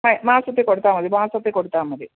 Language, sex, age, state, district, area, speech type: Malayalam, female, 45-60, Kerala, Pathanamthitta, rural, conversation